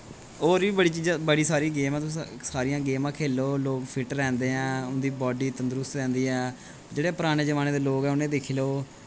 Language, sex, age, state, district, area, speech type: Dogri, male, 18-30, Jammu and Kashmir, Kathua, rural, spontaneous